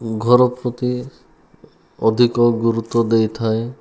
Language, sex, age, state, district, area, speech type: Odia, male, 30-45, Odisha, Kandhamal, rural, spontaneous